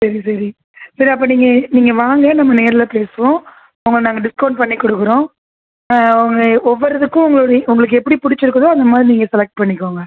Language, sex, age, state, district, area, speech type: Tamil, female, 30-45, Tamil Nadu, Tiruchirappalli, rural, conversation